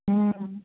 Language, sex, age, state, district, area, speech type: Odia, female, 45-60, Odisha, Sundergarh, rural, conversation